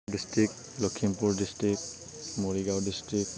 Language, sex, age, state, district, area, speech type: Assamese, male, 18-30, Assam, Kamrup Metropolitan, rural, spontaneous